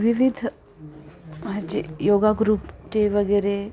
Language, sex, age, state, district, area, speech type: Marathi, female, 45-60, Maharashtra, Osmanabad, rural, spontaneous